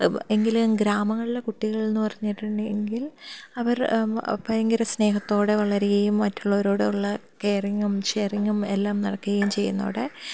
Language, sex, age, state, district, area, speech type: Malayalam, female, 30-45, Kerala, Thiruvananthapuram, urban, spontaneous